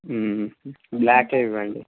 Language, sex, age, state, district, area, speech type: Telugu, male, 30-45, Andhra Pradesh, Srikakulam, urban, conversation